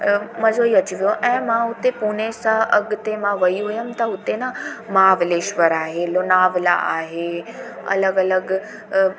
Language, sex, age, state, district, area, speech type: Sindhi, female, 18-30, Delhi, South Delhi, urban, spontaneous